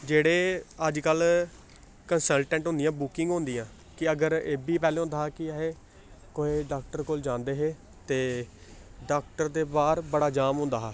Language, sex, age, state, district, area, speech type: Dogri, male, 18-30, Jammu and Kashmir, Samba, urban, spontaneous